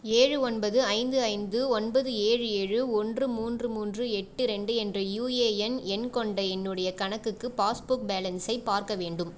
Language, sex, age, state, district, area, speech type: Tamil, female, 18-30, Tamil Nadu, Cuddalore, urban, read